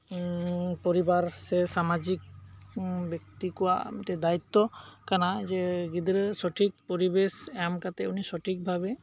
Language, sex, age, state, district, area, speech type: Santali, male, 30-45, West Bengal, Birbhum, rural, spontaneous